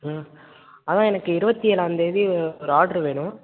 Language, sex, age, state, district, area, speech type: Tamil, male, 30-45, Tamil Nadu, Tiruvarur, rural, conversation